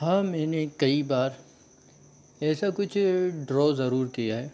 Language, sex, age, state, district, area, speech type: Hindi, male, 18-30, Madhya Pradesh, Jabalpur, urban, spontaneous